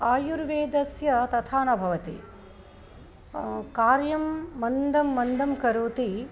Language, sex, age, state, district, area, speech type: Sanskrit, female, 45-60, Telangana, Nirmal, urban, spontaneous